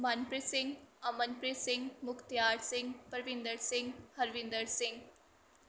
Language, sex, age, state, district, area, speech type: Punjabi, female, 18-30, Punjab, Mohali, rural, spontaneous